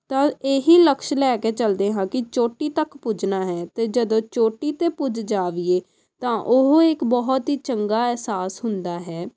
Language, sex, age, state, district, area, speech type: Punjabi, female, 18-30, Punjab, Pathankot, urban, spontaneous